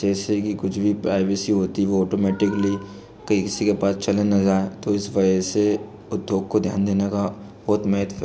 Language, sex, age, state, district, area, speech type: Hindi, male, 18-30, Madhya Pradesh, Bhopal, urban, spontaneous